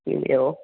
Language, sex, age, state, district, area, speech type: Punjabi, female, 45-60, Punjab, Fazilka, rural, conversation